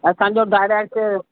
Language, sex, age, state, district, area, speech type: Sindhi, female, 60+, Uttar Pradesh, Lucknow, rural, conversation